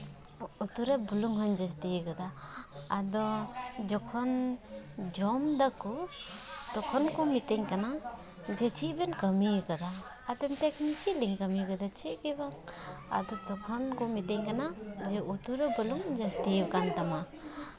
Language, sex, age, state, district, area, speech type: Santali, female, 18-30, West Bengal, Paschim Bardhaman, rural, spontaneous